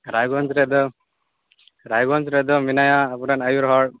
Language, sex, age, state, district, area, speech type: Santali, male, 18-30, West Bengal, Uttar Dinajpur, rural, conversation